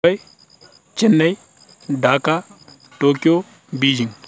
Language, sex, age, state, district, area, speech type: Kashmiri, male, 18-30, Jammu and Kashmir, Baramulla, urban, spontaneous